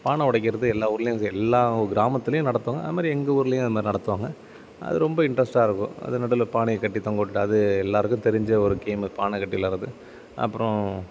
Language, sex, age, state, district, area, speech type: Tamil, male, 30-45, Tamil Nadu, Thanjavur, rural, spontaneous